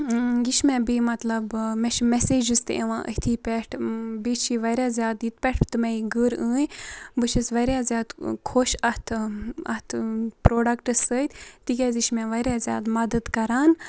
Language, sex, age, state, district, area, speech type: Kashmiri, female, 45-60, Jammu and Kashmir, Baramulla, rural, spontaneous